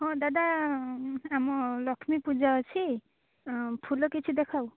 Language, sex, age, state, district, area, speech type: Odia, female, 18-30, Odisha, Kalahandi, rural, conversation